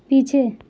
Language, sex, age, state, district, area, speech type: Hindi, female, 18-30, Uttar Pradesh, Mau, rural, read